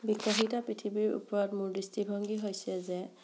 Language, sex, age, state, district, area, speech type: Assamese, female, 18-30, Assam, Morigaon, rural, spontaneous